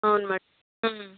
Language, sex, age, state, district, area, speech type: Telugu, female, 30-45, Andhra Pradesh, Chittoor, rural, conversation